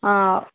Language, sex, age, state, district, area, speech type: Telugu, female, 18-30, Andhra Pradesh, Kurnool, rural, conversation